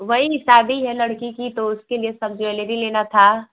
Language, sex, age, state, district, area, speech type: Hindi, female, 45-60, Uttar Pradesh, Mau, urban, conversation